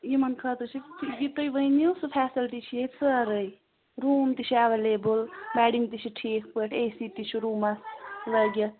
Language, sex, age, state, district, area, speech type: Kashmiri, female, 18-30, Jammu and Kashmir, Anantnag, rural, conversation